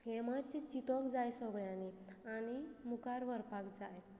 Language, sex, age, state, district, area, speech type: Goan Konkani, female, 30-45, Goa, Quepem, rural, spontaneous